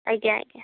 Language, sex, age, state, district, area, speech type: Odia, female, 30-45, Odisha, Bhadrak, rural, conversation